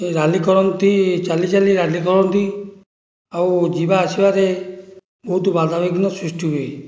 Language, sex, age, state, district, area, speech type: Odia, male, 60+, Odisha, Jajpur, rural, spontaneous